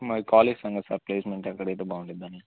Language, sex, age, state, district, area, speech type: Telugu, male, 18-30, Andhra Pradesh, Guntur, urban, conversation